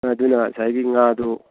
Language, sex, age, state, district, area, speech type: Manipuri, male, 60+, Manipur, Thoubal, rural, conversation